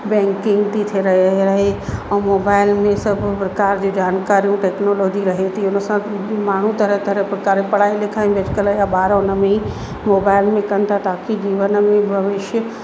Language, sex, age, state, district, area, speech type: Sindhi, female, 30-45, Madhya Pradesh, Katni, urban, spontaneous